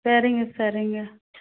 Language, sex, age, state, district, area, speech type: Tamil, female, 30-45, Tamil Nadu, Tirupattur, rural, conversation